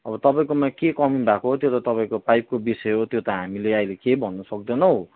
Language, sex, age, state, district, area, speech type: Nepali, male, 18-30, West Bengal, Kalimpong, rural, conversation